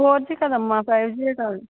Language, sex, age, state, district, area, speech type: Telugu, female, 60+, Andhra Pradesh, West Godavari, rural, conversation